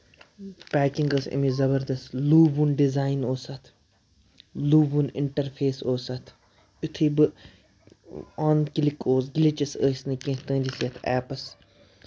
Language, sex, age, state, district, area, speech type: Kashmiri, female, 18-30, Jammu and Kashmir, Kupwara, rural, spontaneous